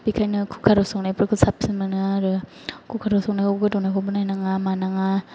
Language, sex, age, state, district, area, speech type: Bodo, male, 18-30, Assam, Chirang, rural, spontaneous